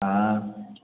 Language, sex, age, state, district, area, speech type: Hindi, male, 45-60, Uttar Pradesh, Varanasi, urban, conversation